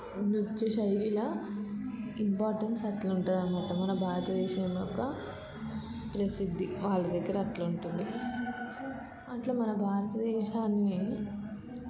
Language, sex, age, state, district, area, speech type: Telugu, female, 18-30, Telangana, Vikarabad, rural, spontaneous